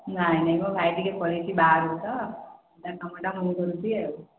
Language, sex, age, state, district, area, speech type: Odia, female, 30-45, Odisha, Khordha, rural, conversation